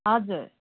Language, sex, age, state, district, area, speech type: Nepali, female, 30-45, West Bengal, Kalimpong, rural, conversation